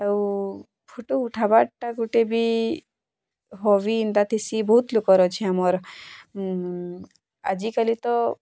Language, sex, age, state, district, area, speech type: Odia, female, 18-30, Odisha, Bargarh, urban, spontaneous